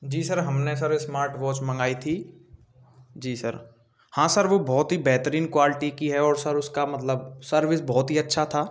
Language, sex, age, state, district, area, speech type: Hindi, male, 18-30, Rajasthan, Bharatpur, urban, spontaneous